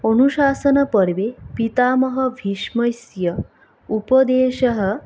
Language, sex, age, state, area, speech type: Sanskrit, female, 18-30, Tripura, rural, spontaneous